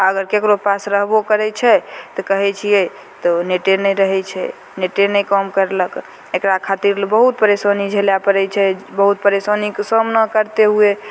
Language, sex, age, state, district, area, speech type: Maithili, female, 18-30, Bihar, Begusarai, urban, spontaneous